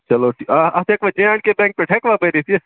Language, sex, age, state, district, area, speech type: Kashmiri, male, 18-30, Jammu and Kashmir, Baramulla, rural, conversation